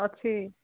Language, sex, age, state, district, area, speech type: Odia, female, 45-60, Odisha, Sambalpur, rural, conversation